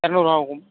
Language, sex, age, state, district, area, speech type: Tamil, male, 18-30, Tamil Nadu, Tiruvarur, urban, conversation